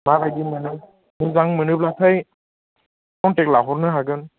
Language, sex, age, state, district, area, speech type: Bodo, male, 30-45, Assam, Baksa, urban, conversation